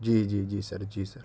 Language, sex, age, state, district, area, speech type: Urdu, male, 18-30, Uttar Pradesh, Muzaffarnagar, urban, spontaneous